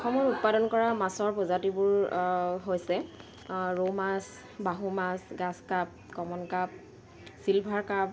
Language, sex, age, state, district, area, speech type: Assamese, female, 30-45, Assam, Dhemaji, urban, spontaneous